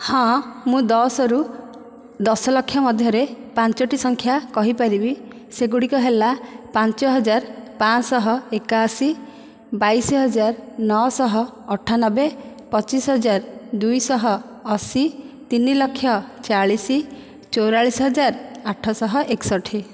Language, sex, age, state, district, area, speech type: Odia, female, 30-45, Odisha, Dhenkanal, rural, spontaneous